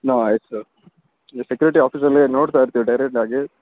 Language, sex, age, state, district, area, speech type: Kannada, male, 60+, Karnataka, Davanagere, rural, conversation